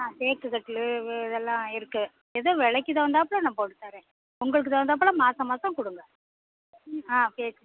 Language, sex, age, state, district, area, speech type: Tamil, female, 60+, Tamil Nadu, Pudukkottai, rural, conversation